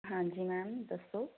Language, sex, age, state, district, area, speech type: Punjabi, female, 18-30, Punjab, Fazilka, rural, conversation